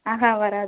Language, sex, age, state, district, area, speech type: Tamil, female, 18-30, Tamil Nadu, Madurai, urban, conversation